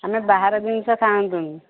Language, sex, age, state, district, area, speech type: Odia, female, 45-60, Odisha, Angul, rural, conversation